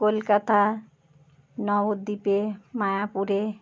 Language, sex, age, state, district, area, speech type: Bengali, female, 60+, West Bengal, Birbhum, urban, spontaneous